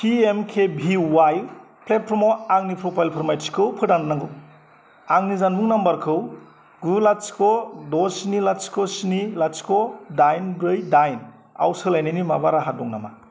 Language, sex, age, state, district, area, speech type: Bodo, male, 30-45, Assam, Kokrajhar, rural, read